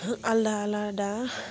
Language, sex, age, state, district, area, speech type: Bodo, female, 18-30, Assam, Udalguri, urban, spontaneous